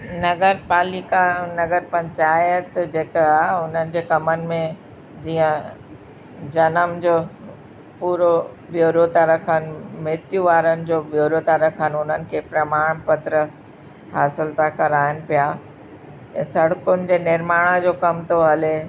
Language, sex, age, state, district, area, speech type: Sindhi, female, 60+, Uttar Pradesh, Lucknow, rural, spontaneous